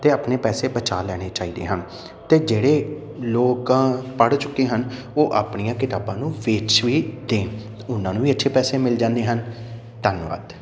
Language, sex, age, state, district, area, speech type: Punjabi, male, 30-45, Punjab, Amritsar, urban, spontaneous